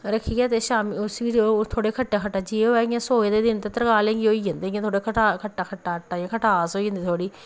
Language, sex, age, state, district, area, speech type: Dogri, female, 30-45, Jammu and Kashmir, Samba, rural, spontaneous